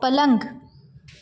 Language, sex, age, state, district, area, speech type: Hindi, female, 30-45, Madhya Pradesh, Chhindwara, urban, read